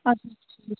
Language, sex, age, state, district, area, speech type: Kashmiri, female, 45-60, Jammu and Kashmir, Budgam, rural, conversation